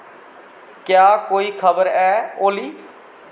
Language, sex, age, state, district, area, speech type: Dogri, male, 45-60, Jammu and Kashmir, Kathua, rural, read